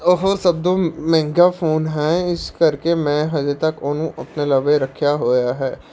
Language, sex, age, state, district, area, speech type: Punjabi, male, 18-30, Punjab, Patiala, urban, spontaneous